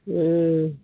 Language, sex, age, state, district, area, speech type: Maithili, female, 60+, Bihar, Saharsa, rural, conversation